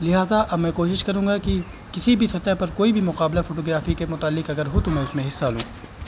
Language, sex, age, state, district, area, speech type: Urdu, male, 30-45, Uttar Pradesh, Azamgarh, rural, spontaneous